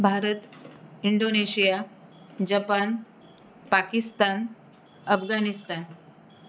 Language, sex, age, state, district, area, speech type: Marathi, female, 18-30, Maharashtra, Sindhudurg, rural, spontaneous